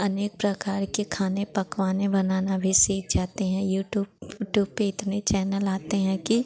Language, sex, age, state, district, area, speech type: Hindi, female, 30-45, Uttar Pradesh, Pratapgarh, rural, spontaneous